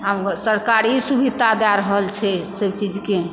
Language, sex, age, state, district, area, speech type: Maithili, female, 60+, Bihar, Supaul, rural, spontaneous